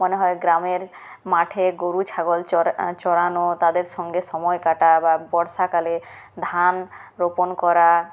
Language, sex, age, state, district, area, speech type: Bengali, female, 30-45, West Bengal, Purulia, rural, spontaneous